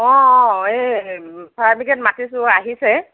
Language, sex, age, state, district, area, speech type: Assamese, female, 18-30, Assam, Darrang, rural, conversation